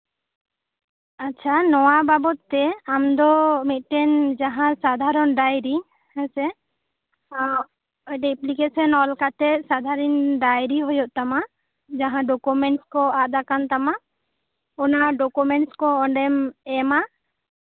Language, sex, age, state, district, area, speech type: Santali, female, 18-30, West Bengal, Bankura, rural, conversation